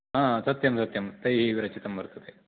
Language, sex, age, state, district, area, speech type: Sanskrit, male, 18-30, Karnataka, Uttara Kannada, rural, conversation